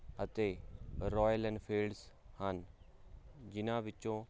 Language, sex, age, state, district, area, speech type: Punjabi, male, 30-45, Punjab, Hoshiarpur, rural, spontaneous